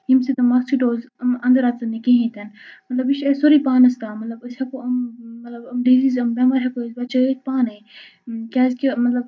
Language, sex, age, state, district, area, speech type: Kashmiri, female, 45-60, Jammu and Kashmir, Baramulla, urban, spontaneous